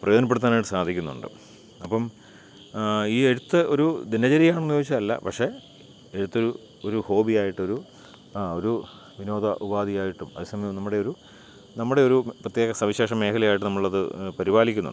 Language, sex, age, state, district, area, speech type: Malayalam, male, 45-60, Kerala, Kottayam, urban, spontaneous